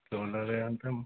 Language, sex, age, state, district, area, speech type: Telugu, male, 18-30, Telangana, Mahbubnagar, urban, conversation